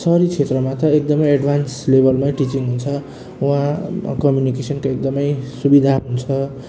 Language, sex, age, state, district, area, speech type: Nepali, male, 30-45, West Bengal, Jalpaiguri, rural, spontaneous